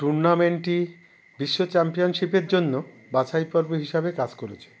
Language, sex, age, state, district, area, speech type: Bengali, male, 60+, West Bengal, Howrah, urban, read